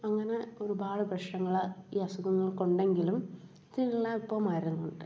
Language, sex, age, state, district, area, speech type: Malayalam, female, 18-30, Kerala, Kollam, rural, spontaneous